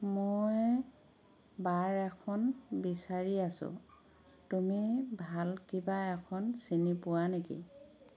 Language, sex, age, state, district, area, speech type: Assamese, female, 45-60, Assam, Dhemaji, rural, read